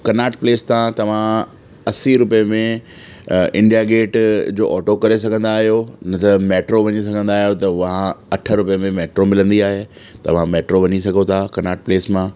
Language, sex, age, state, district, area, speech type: Sindhi, male, 30-45, Delhi, South Delhi, urban, spontaneous